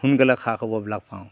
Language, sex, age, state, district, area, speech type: Assamese, male, 45-60, Assam, Dhemaji, urban, spontaneous